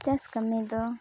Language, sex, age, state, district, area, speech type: Santali, female, 18-30, Jharkhand, Seraikela Kharsawan, rural, spontaneous